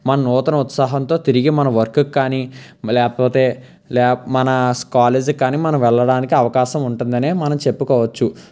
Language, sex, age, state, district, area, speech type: Telugu, male, 18-30, Andhra Pradesh, Palnadu, urban, spontaneous